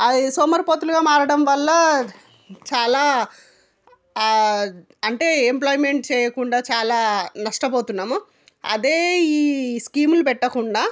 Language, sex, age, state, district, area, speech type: Telugu, female, 45-60, Telangana, Jangaon, rural, spontaneous